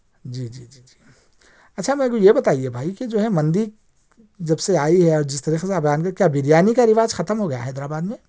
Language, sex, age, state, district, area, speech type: Urdu, male, 30-45, Telangana, Hyderabad, urban, spontaneous